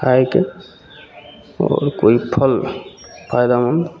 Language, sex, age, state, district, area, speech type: Maithili, male, 18-30, Bihar, Madhepura, rural, spontaneous